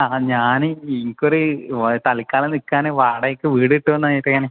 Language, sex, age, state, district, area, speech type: Malayalam, male, 18-30, Kerala, Kozhikode, urban, conversation